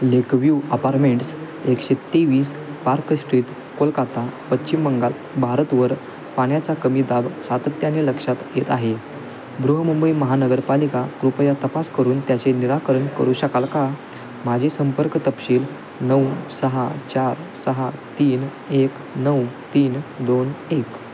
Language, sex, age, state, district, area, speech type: Marathi, male, 18-30, Maharashtra, Sangli, urban, read